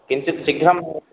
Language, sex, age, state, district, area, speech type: Sanskrit, male, 18-30, Odisha, Ganjam, rural, conversation